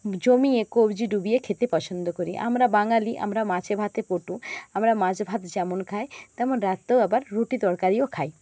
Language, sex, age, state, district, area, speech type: Bengali, female, 60+, West Bengal, Jhargram, rural, spontaneous